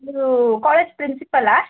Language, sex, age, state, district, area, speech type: Kannada, female, 18-30, Karnataka, Bangalore Rural, rural, conversation